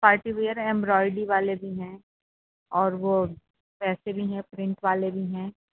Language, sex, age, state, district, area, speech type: Urdu, female, 45-60, Uttar Pradesh, Rampur, urban, conversation